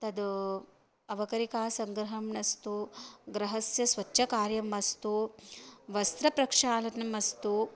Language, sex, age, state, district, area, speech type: Sanskrit, female, 30-45, Karnataka, Shimoga, rural, spontaneous